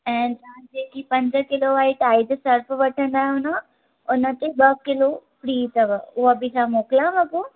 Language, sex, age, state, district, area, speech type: Sindhi, female, 18-30, Maharashtra, Thane, urban, conversation